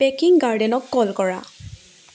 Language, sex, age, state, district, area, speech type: Assamese, female, 18-30, Assam, Charaideo, urban, read